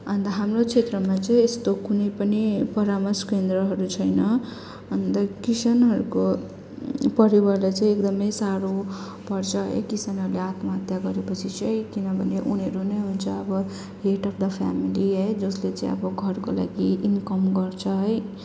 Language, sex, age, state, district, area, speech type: Nepali, female, 18-30, West Bengal, Kalimpong, rural, spontaneous